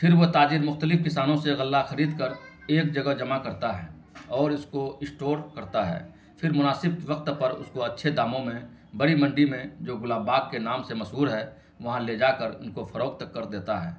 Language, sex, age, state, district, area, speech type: Urdu, male, 45-60, Bihar, Araria, rural, spontaneous